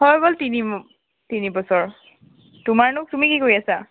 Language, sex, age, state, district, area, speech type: Assamese, female, 30-45, Assam, Tinsukia, urban, conversation